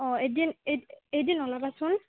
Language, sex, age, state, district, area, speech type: Assamese, female, 18-30, Assam, Goalpara, urban, conversation